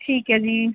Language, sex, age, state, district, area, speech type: Punjabi, female, 18-30, Punjab, Mansa, rural, conversation